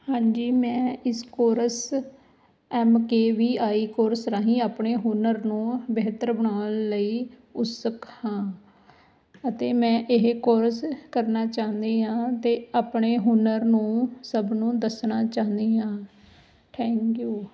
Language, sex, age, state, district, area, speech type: Punjabi, female, 30-45, Punjab, Ludhiana, urban, spontaneous